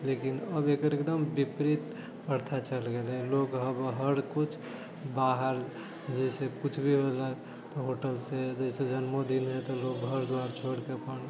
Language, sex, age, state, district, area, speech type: Maithili, male, 30-45, Bihar, Sitamarhi, rural, spontaneous